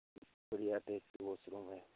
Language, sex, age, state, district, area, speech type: Hindi, male, 18-30, Rajasthan, Nagaur, rural, conversation